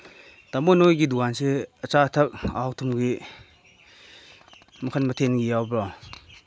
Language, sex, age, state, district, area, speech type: Manipuri, male, 45-60, Manipur, Chandel, rural, spontaneous